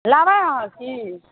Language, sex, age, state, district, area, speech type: Maithili, female, 30-45, Bihar, Supaul, rural, conversation